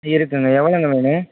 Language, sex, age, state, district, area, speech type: Tamil, male, 18-30, Tamil Nadu, Tiruvarur, urban, conversation